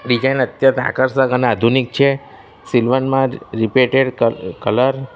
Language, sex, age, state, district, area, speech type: Gujarati, male, 30-45, Gujarat, Kheda, rural, spontaneous